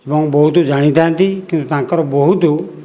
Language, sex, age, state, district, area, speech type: Odia, male, 60+, Odisha, Jajpur, rural, spontaneous